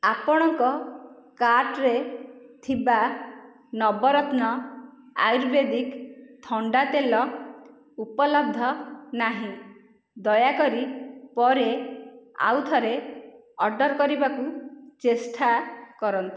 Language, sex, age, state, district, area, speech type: Odia, female, 45-60, Odisha, Dhenkanal, rural, read